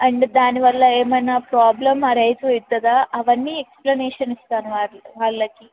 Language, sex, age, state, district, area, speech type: Telugu, female, 18-30, Telangana, Warangal, rural, conversation